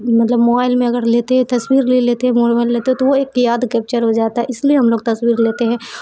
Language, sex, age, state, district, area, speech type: Urdu, female, 45-60, Bihar, Supaul, urban, spontaneous